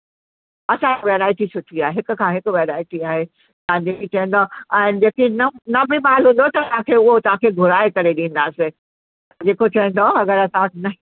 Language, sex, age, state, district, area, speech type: Sindhi, female, 60+, Uttar Pradesh, Lucknow, rural, conversation